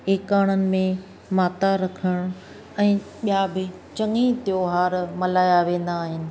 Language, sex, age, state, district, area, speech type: Sindhi, female, 45-60, Maharashtra, Thane, urban, spontaneous